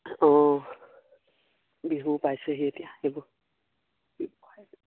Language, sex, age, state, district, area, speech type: Assamese, male, 18-30, Assam, Charaideo, rural, conversation